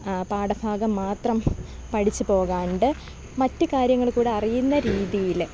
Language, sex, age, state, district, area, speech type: Malayalam, female, 18-30, Kerala, Thiruvananthapuram, rural, spontaneous